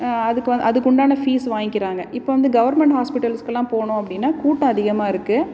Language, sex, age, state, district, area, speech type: Tamil, female, 30-45, Tamil Nadu, Salem, urban, spontaneous